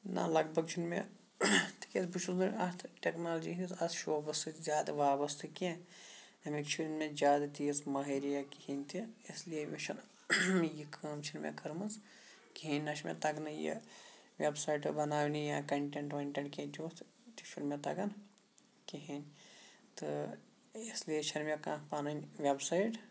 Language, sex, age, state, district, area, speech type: Kashmiri, male, 45-60, Jammu and Kashmir, Shopian, urban, spontaneous